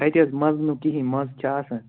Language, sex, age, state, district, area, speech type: Kashmiri, male, 18-30, Jammu and Kashmir, Anantnag, rural, conversation